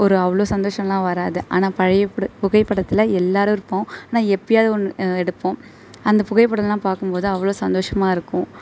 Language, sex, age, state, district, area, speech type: Tamil, female, 18-30, Tamil Nadu, Perambalur, rural, spontaneous